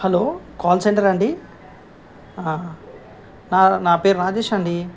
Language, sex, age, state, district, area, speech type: Telugu, male, 45-60, Telangana, Ranga Reddy, urban, spontaneous